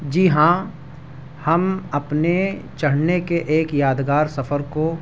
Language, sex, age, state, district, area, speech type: Urdu, male, 18-30, Delhi, South Delhi, rural, spontaneous